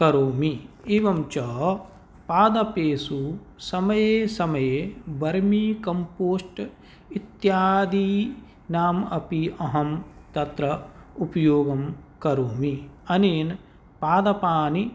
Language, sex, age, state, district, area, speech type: Sanskrit, male, 45-60, Rajasthan, Bharatpur, urban, spontaneous